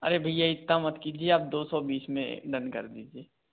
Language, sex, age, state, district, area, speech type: Hindi, male, 18-30, Madhya Pradesh, Bhopal, urban, conversation